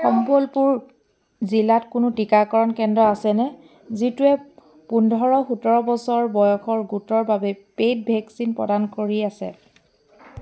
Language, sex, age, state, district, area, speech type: Assamese, female, 30-45, Assam, Sivasagar, rural, read